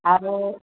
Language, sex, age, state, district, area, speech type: Odia, female, 60+, Odisha, Angul, rural, conversation